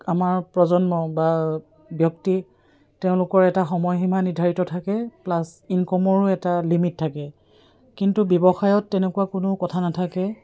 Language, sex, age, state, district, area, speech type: Assamese, female, 45-60, Assam, Dibrugarh, rural, spontaneous